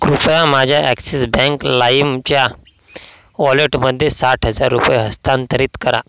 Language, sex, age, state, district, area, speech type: Marathi, male, 18-30, Maharashtra, Washim, rural, read